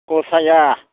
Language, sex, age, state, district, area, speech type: Bodo, male, 60+, Assam, Chirang, rural, conversation